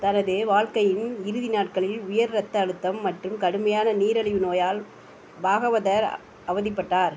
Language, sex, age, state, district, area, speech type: Tamil, female, 60+, Tamil Nadu, Mayiladuthurai, urban, read